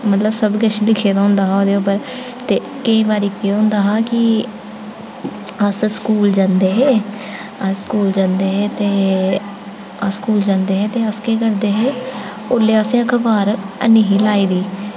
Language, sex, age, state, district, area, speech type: Dogri, female, 18-30, Jammu and Kashmir, Jammu, urban, spontaneous